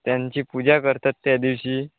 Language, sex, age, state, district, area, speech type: Marathi, male, 18-30, Maharashtra, Wardha, rural, conversation